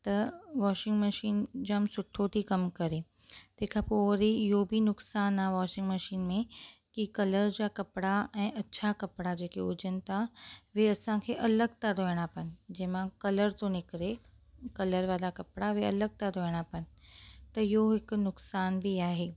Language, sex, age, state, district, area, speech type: Sindhi, female, 30-45, Maharashtra, Mumbai Suburban, urban, spontaneous